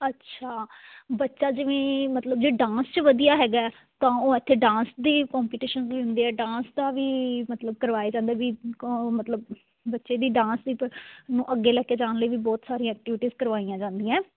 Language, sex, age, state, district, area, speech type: Punjabi, female, 18-30, Punjab, Fazilka, rural, conversation